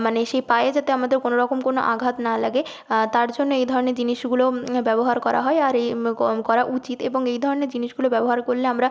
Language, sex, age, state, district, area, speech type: Bengali, female, 30-45, West Bengal, Nadia, rural, spontaneous